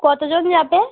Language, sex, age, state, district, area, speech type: Bengali, female, 18-30, West Bengal, North 24 Parganas, rural, conversation